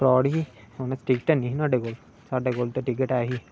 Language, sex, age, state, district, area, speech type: Dogri, male, 18-30, Jammu and Kashmir, Samba, urban, spontaneous